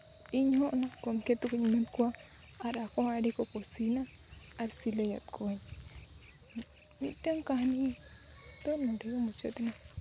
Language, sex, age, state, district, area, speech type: Santali, female, 18-30, Jharkhand, Seraikela Kharsawan, rural, spontaneous